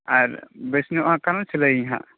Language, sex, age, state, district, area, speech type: Santali, male, 18-30, West Bengal, Bankura, rural, conversation